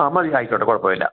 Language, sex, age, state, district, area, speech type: Malayalam, male, 60+, Kerala, Kottayam, rural, conversation